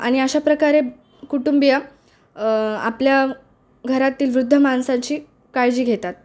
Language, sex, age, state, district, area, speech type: Marathi, female, 18-30, Maharashtra, Nanded, rural, spontaneous